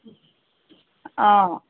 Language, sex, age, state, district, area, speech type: Assamese, female, 30-45, Assam, Golaghat, urban, conversation